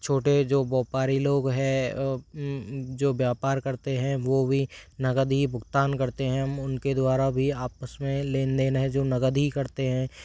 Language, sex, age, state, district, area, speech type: Hindi, male, 30-45, Rajasthan, Jaipur, urban, spontaneous